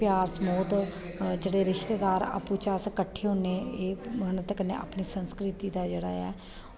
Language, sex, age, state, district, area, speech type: Dogri, female, 30-45, Jammu and Kashmir, Kathua, rural, spontaneous